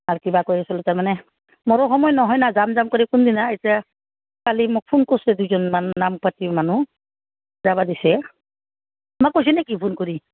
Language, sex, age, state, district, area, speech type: Assamese, female, 45-60, Assam, Udalguri, rural, conversation